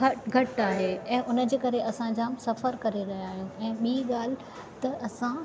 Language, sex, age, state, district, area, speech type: Sindhi, female, 30-45, Maharashtra, Thane, urban, spontaneous